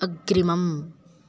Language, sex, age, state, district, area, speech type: Sanskrit, female, 18-30, Maharashtra, Chandrapur, rural, read